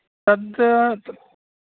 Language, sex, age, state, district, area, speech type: Sanskrit, male, 45-60, Karnataka, Udupi, rural, conversation